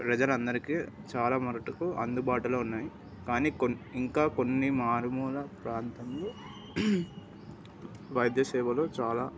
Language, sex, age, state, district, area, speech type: Telugu, male, 30-45, Telangana, Vikarabad, urban, spontaneous